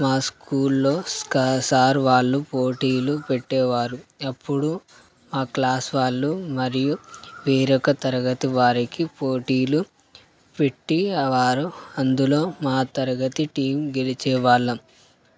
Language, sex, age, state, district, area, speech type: Telugu, male, 18-30, Telangana, Karimnagar, rural, spontaneous